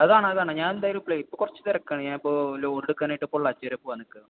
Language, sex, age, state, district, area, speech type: Malayalam, male, 18-30, Kerala, Thrissur, rural, conversation